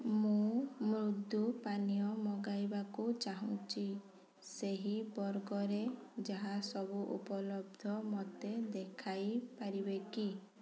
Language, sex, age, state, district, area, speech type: Odia, female, 30-45, Odisha, Mayurbhanj, rural, read